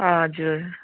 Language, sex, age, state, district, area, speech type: Nepali, female, 30-45, West Bengal, Kalimpong, rural, conversation